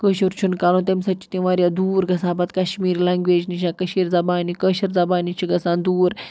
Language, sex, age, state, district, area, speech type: Kashmiri, female, 18-30, Jammu and Kashmir, Budgam, rural, spontaneous